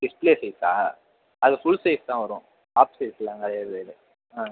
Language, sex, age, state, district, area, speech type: Tamil, male, 30-45, Tamil Nadu, Mayiladuthurai, urban, conversation